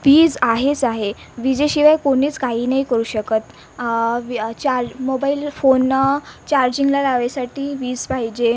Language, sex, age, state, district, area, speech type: Marathi, female, 18-30, Maharashtra, Nagpur, urban, spontaneous